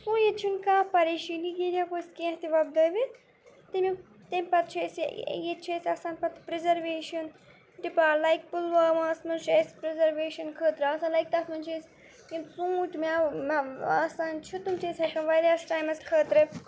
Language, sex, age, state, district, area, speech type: Kashmiri, female, 45-60, Jammu and Kashmir, Kupwara, rural, spontaneous